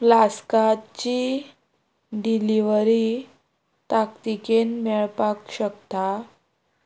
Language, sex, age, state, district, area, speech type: Goan Konkani, female, 45-60, Goa, Quepem, rural, read